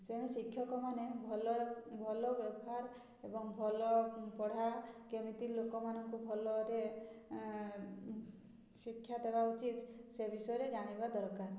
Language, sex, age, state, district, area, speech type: Odia, female, 30-45, Odisha, Mayurbhanj, rural, spontaneous